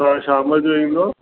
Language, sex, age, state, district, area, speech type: Sindhi, male, 45-60, Maharashtra, Mumbai Suburban, urban, conversation